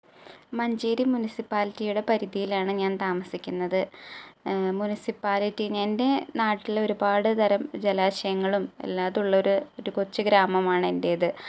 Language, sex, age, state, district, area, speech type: Malayalam, female, 18-30, Kerala, Malappuram, rural, spontaneous